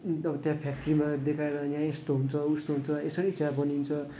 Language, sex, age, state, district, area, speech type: Nepali, male, 18-30, West Bengal, Darjeeling, rural, spontaneous